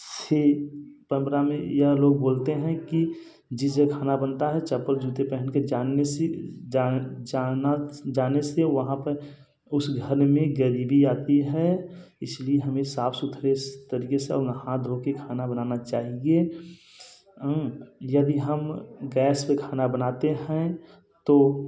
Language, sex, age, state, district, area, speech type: Hindi, male, 18-30, Uttar Pradesh, Bhadohi, rural, spontaneous